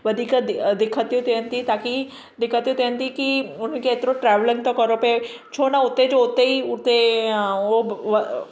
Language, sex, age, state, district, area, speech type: Sindhi, female, 30-45, Maharashtra, Mumbai Suburban, urban, spontaneous